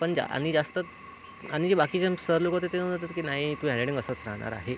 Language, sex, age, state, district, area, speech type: Marathi, male, 18-30, Maharashtra, Nagpur, rural, spontaneous